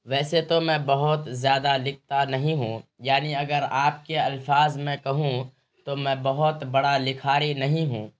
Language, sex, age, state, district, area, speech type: Urdu, male, 30-45, Bihar, Araria, rural, spontaneous